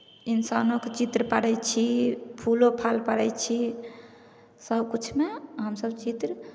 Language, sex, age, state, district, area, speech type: Maithili, female, 30-45, Bihar, Samastipur, urban, spontaneous